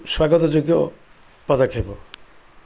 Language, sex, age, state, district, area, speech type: Odia, male, 60+, Odisha, Ganjam, urban, spontaneous